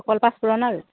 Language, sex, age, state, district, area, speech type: Assamese, female, 30-45, Assam, Udalguri, rural, conversation